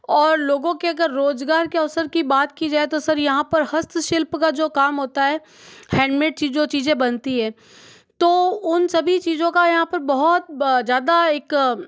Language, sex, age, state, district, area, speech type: Hindi, female, 18-30, Rajasthan, Jodhpur, urban, spontaneous